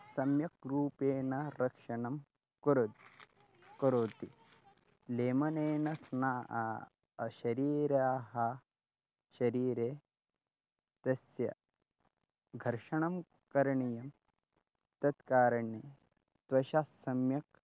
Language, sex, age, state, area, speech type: Sanskrit, male, 18-30, Maharashtra, rural, spontaneous